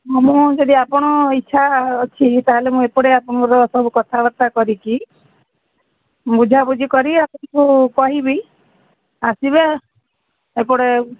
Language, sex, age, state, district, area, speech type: Odia, female, 45-60, Odisha, Sundergarh, urban, conversation